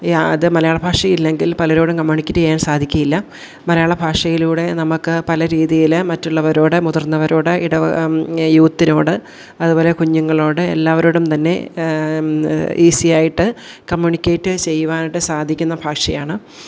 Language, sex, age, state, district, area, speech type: Malayalam, female, 45-60, Kerala, Kollam, rural, spontaneous